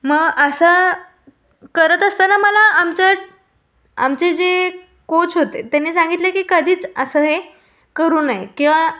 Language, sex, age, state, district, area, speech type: Marathi, female, 18-30, Maharashtra, Pune, rural, spontaneous